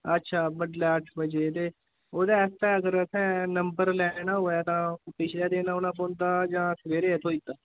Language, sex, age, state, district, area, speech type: Dogri, male, 18-30, Jammu and Kashmir, Udhampur, rural, conversation